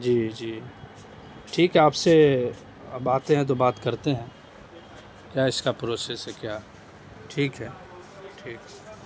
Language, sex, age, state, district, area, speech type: Urdu, male, 18-30, Bihar, Madhubani, rural, spontaneous